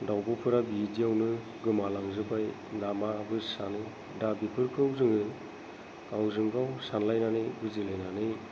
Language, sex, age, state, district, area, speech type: Bodo, female, 45-60, Assam, Kokrajhar, rural, spontaneous